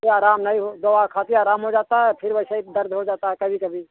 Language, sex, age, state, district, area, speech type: Hindi, male, 60+, Uttar Pradesh, Mirzapur, urban, conversation